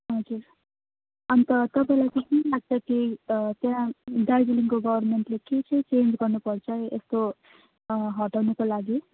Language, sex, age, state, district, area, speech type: Nepali, female, 30-45, West Bengal, Darjeeling, rural, conversation